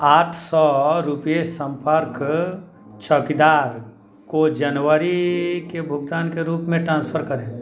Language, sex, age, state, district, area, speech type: Hindi, male, 30-45, Bihar, Muzaffarpur, rural, read